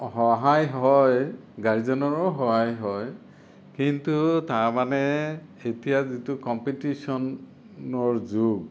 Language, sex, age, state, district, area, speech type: Assamese, male, 60+, Assam, Kamrup Metropolitan, urban, spontaneous